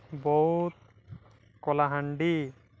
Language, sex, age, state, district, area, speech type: Odia, male, 18-30, Odisha, Balangir, urban, spontaneous